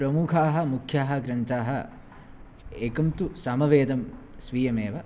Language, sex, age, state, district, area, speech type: Sanskrit, male, 18-30, Kerala, Kannur, rural, spontaneous